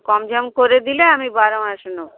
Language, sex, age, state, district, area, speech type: Bengali, female, 60+, West Bengal, Dakshin Dinajpur, rural, conversation